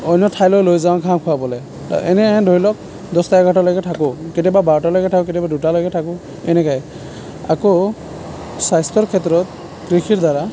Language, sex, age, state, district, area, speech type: Assamese, male, 18-30, Assam, Sonitpur, rural, spontaneous